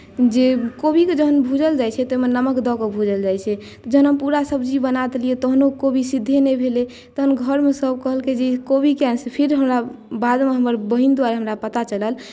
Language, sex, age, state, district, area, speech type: Maithili, female, 18-30, Bihar, Madhubani, rural, spontaneous